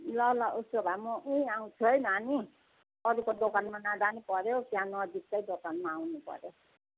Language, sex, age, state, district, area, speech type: Nepali, female, 60+, West Bengal, Jalpaiguri, urban, conversation